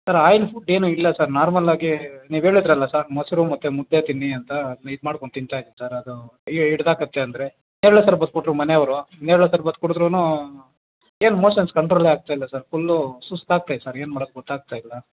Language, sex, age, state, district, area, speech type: Kannada, male, 30-45, Karnataka, Kolar, rural, conversation